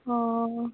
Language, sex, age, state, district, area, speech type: Odia, female, 18-30, Odisha, Ganjam, urban, conversation